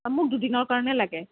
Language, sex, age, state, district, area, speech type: Assamese, female, 30-45, Assam, Kamrup Metropolitan, urban, conversation